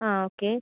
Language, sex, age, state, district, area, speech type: Malayalam, male, 30-45, Kerala, Wayanad, rural, conversation